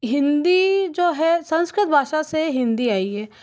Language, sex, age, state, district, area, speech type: Hindi, female, 30-45, Rajasthan, Jodhpur, urban, spontaneous